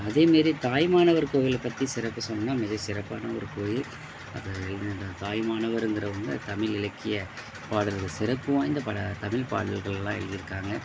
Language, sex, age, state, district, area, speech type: Tamil, male, 45-60, Tamil Nadu, Thanjavur, rural, spontaneous